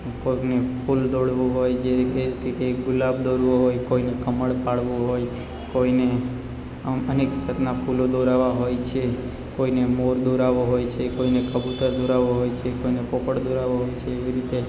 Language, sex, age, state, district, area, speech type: Gujarati, male, 30-45, Gujarat, Narmada, rural, spontaneous